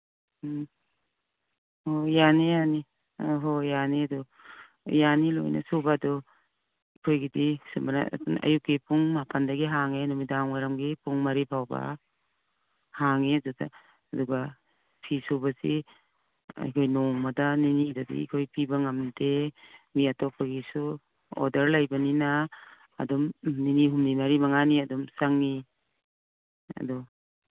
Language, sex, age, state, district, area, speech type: Manipuri, female, 60+, Manipur, Imphal East, rural, conversation